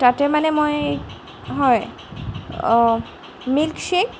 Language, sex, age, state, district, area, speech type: Assamese, female, 18-30, Assam, Golaghat, urban, spontaneous